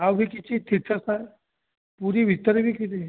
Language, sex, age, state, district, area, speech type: Odia, male, 60+, Odisha, Jajpur, rural, conversation